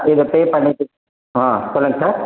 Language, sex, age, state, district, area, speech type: Tamil, male, 60+, Tamil Nadu, Ariyalur, rural, conversation